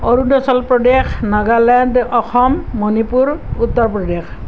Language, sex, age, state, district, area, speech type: Assamese, female, 45-60, Assam, Nalbari, rural, spontaneous